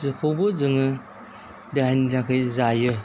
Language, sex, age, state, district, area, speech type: Bodo, male, 30-45, Assam, Chirang, rural, spontaneous